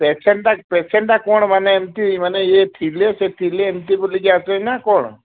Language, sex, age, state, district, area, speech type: Odia, male, 30-45, Odisha, Sambalpur, rural, conversation